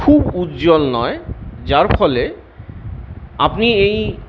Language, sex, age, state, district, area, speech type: Bengali, male, 45-60, West Bengal, Purulia, urban, spontaneous